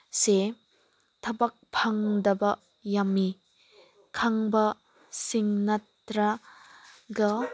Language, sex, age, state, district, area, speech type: Manipuri, female, 18-30, Manipur, Senapati, rural, spontaneous